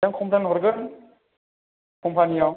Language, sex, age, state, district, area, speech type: Bodo, male, 18-30, Assam, Chirang, urban, conversation